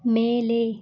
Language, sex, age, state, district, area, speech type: Tamil, female, 18-30, Tamil Nadu, Chennai, urban, read